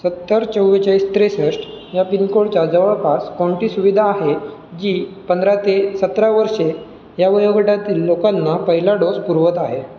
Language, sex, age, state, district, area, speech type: Marathi, male, 18-30, Maharashtra, Sindhudurg, rural, read